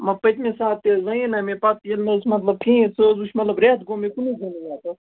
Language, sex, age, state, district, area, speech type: Kashmiri, male, 18-30, Jammu and Kashmir, Baramulla, rural, conversation